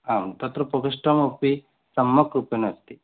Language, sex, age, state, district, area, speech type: Sanskrit, male, 18-30, West Bengal, Cooch Behar, rural, conversation